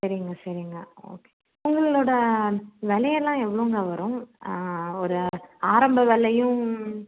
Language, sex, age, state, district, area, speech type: Tamil, female, 18-30, Tamil Nadu, Salem, urban, conversation